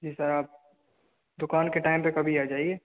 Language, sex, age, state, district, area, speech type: Hindi, male, 60+, Rajasthan, Karauli, rural, conversation